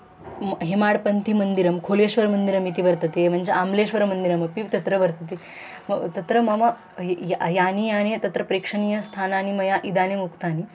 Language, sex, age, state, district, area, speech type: Sanskrit, female, 18-30, Maharashtra, Beed, rural, spontaneous